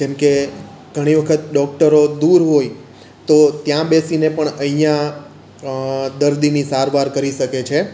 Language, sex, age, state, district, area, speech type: Gujarati, male, 30-45, Gujarat, Surat, urban, spontaneous